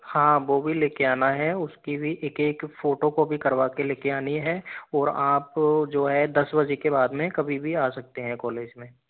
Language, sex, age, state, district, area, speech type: Hindi, male, 30-45, Rajasthan, Karauli, rural, conversation